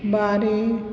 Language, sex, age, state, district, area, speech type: Sindhi, female, 45-60, Uttar Pradesh, Lucknow, urban, read